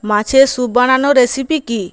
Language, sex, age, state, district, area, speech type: Bengali, female, 45-60, West Bengal, Nadia, rural, read